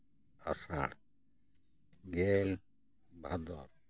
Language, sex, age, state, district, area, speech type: Santali, male, 60+, West Bengal, Bankura, rural, spontaneous